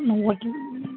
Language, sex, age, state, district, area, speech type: Tamil, male, 18-30, Tamil Nadu, Virudhunagar, rural, conversation